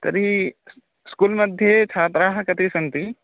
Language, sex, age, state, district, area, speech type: Sanskrit, male, 18-30, Odisha, Balangir, rural, conversation